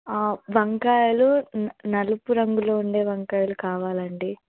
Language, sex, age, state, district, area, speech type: Telugu, female, 18-30, Telangana, Medak, rural, conversation